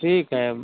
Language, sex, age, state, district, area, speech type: Hindi, male, 60+, Uttar Pradesh, Mau, urban, conversation